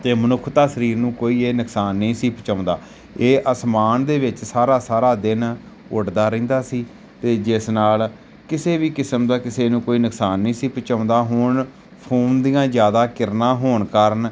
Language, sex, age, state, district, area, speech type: Punjabi, male, 30-45, Punjab, Gurdaspur, rural, spontaneous